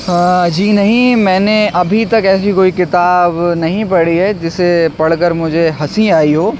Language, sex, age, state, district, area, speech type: Urdu, male, 60+, Uttar Pradesh, Shahjahanpur, rural, spontaneous